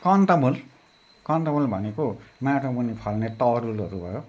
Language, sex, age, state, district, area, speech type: Nepali, male, 60+, West Bengal, Darjeeling, rural, spontaneous